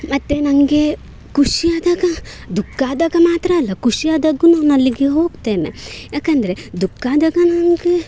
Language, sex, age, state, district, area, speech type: Kannada, female, 18-30, Karnataka, Dakshina Kannada, urban, spontaneous